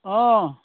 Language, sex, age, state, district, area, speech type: Assamese, male, 60+, Assam, Dhemaji, rural, conversation